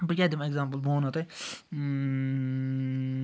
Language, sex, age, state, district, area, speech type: Kashmiri, male, 30-45, Jammu and Kashmir, Srinagar, urban, spontaneous